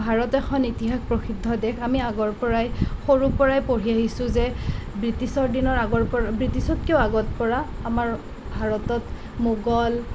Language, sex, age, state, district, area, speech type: Assamese, female, 30-45, Assam, Nalbari, rural, spontaneous